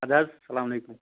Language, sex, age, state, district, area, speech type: Kashmiri, male, 30-45, Jammu and Kashmir, Anantnag, rural, conversation